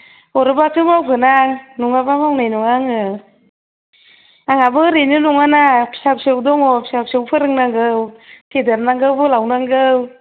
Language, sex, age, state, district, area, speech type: Bodo, female, 45-60, Assam, Kokrajhar, rural, conversation